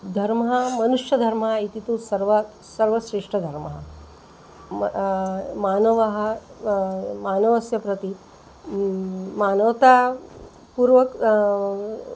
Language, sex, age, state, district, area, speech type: Sanskrit, female, 60+, Maharashtra, Nagpur, urban, spontaneous